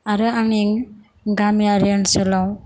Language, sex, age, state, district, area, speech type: Bodo, female, 18-30, Assam, Chirang, rural, spontaneous